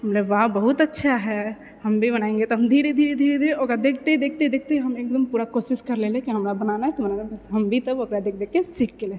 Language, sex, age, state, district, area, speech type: Maithili, female, 18-30, Bihar, Purnia, rural, spontaneous